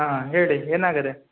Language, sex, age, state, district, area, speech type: Kannada, male, 18-30, Karnataka, Uttara Kannada, rural, conversation